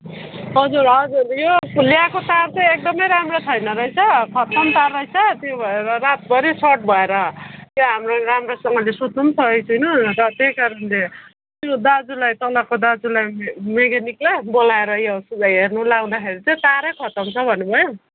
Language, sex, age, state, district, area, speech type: Nepali, female, 45-60, West Bengal, Darjeeling, rural, conversation